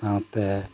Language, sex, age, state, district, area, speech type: Santali, male, 45-60, Jharkhand, Bokaro, rural, spontaneous